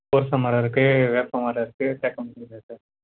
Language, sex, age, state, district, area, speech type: Tamil, male, 18-30, Tamil Nadu, Tiruvannamalai, urban, conversation